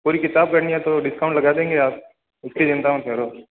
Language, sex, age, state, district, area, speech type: Hindi, male, 18-30, Rajasthan, Jodhpur, urban, conversation